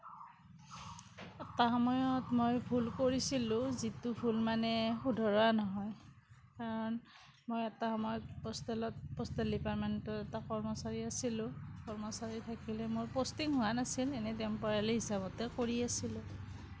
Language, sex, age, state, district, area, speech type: Assamese, female, 45-60, Assam, Kamrup Metropolitan, rural, spontaneous